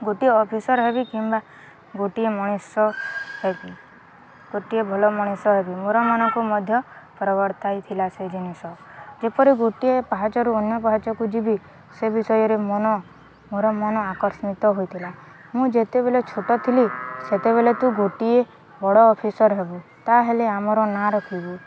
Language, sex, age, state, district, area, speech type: Odia, female, 18-30, Odisha, Balangir, urban, spontaneous